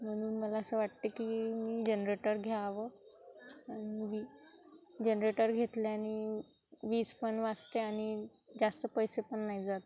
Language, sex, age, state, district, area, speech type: Marathi, female, 18-30, Maharashtra, Wardha, rural, spontaneous